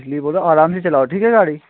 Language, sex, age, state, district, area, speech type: Hindi, male, 18-30, Madhya Pradesh, Seoni, urban, conversation